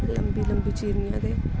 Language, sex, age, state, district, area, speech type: Dogri, female, 18-30, Jammu and Kashmir, Samba, rural, spontaneous